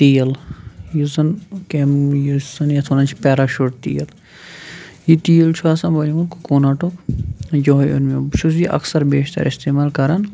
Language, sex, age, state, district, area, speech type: Kashmiri, male, 30-45, Jammu and Kashmir, Shopian, urban, spontaneous